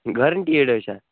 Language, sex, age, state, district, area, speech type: Kashmiri, male, 18-30, Jammu and Kashmir, Kupwara, urban, conversation